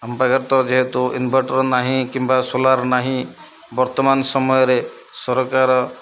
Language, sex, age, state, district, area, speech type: Odia, male, 45-60, Odisha, Kendrapara, urban, spontaneous